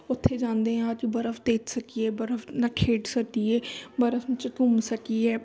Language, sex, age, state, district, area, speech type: Punjabi, female, 30-45, Punjab, Amritsar, urban, spontaneous